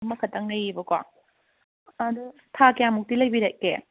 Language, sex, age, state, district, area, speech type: Manipuri, female, 30-45, Manipur, Kangpokpi, urban, conversation